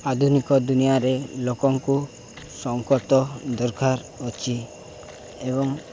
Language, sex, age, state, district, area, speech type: Odia, male, 18-30, Odisha, Nabarangpur, urban, spontaneous